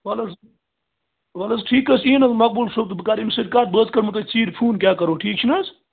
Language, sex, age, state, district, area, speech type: Kashmiri, male, 30-45, Jammu and Kashmir, Kupwara, rural, conversation